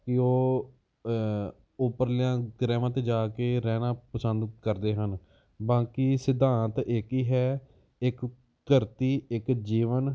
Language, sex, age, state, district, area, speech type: Punjabi, male, 30-45, Punjab, Gurdaspur, rural, spontaneous